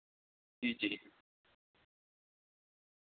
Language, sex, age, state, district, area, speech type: Urdu, male, 30-45, Uttar Pradesh, Azamgarh, rural, conversation